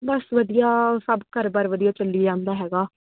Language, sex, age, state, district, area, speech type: Punjabi, female, 18-30, Punjab, Faridkot, urban, conversation